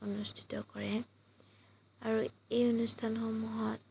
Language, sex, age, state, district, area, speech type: Assamese, female, 30-45, Assam, Majuli, urban, spontaneous